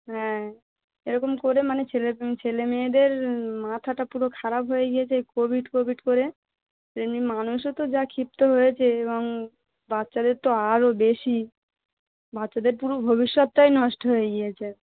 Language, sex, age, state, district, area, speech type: Bengali, female, 18-30, West Bengal, Dakshin Dinajpur, urban, conversation